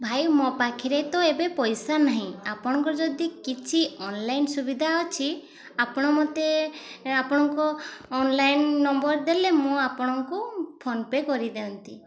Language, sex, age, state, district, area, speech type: Odia, female, 18-30, Odisha, Mayurbhanj, rural, spontaneous